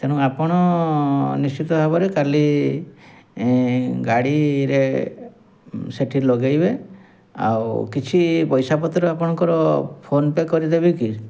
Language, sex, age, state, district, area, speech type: Odia, male, 45-60, Odisha, Mayurbhanj, rural, spontaneous